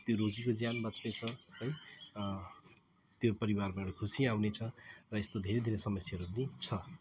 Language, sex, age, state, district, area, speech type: Nepali, male, 30-45, West Bengal, Alipurduar, urban, spontaneous